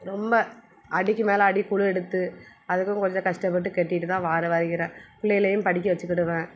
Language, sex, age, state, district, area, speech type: Tamil, female, 30-45, Tamil Nadu, Thoothukudi, urban, spontaneous